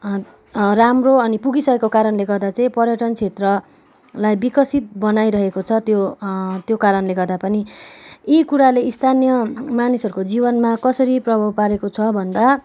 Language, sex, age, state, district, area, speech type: Nepali, female, 18-30, West Bengal, Kalimpong, rural, spontaneous